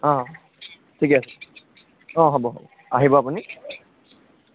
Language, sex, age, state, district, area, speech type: Assamese, male, 30-45, Assam, Nagaon, rural, conversation